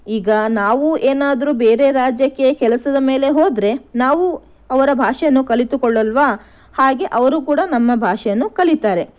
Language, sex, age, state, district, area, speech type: Kannada, female, 30-45, Karnataka, Shimoga, rural, spontaneous